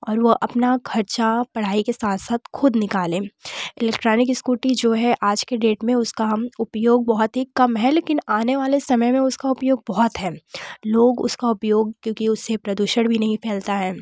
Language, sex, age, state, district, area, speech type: Hindi, female, 18-30, Uttar Pradesh, Jaunpur, urban, spontaneous